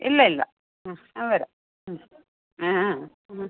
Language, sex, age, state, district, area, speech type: Malayalam, female, 45-60, Kerala, Kasaragod, rural, conversation